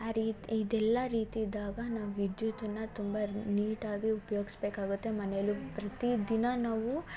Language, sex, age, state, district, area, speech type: Kannada, female, 30-45, Karnataka, Hassan, urban, spontaneous